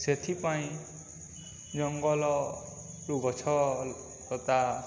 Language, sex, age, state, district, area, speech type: Odia, male, 18-30, Odisha, Balangir, urban, spontaneous